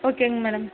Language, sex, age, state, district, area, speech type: Tamil, female, 30-45, Tamil Nadu, Coimbatore, rural, conversation